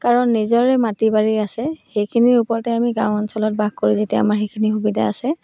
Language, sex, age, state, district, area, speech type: Assamese, female, 30-45, Assam, Charaideo, rural, spontaneous